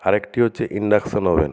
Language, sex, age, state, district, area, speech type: Bengali, male, 60+, West Bengal, Nadia, rural, spontaneous